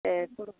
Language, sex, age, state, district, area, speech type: Tamil, female, 45-60, Tamil Nadu, Tiruvannamalai, rural, conversation